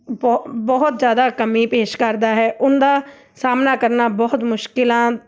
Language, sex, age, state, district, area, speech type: Punjabi, female, 30-45, Punjab, Amritsar, urban, spontaneous